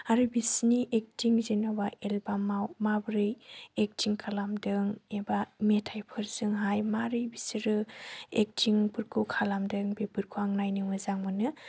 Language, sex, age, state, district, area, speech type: Bodo, female, 18-30, Assam, Chirang, rural, spontaneous